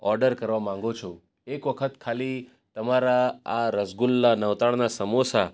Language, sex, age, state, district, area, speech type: Gujarati, male, 30-45, Gujarat, Surat, urban, spontaneous